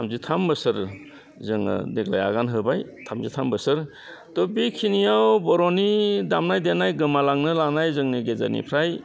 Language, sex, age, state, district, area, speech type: Bodo, male, 60+, Assam, Udalguri, urban, spontaneous